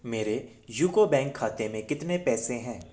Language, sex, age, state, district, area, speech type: Hindi, male, 18-30, Madhya Pradesh, Indore, urban, read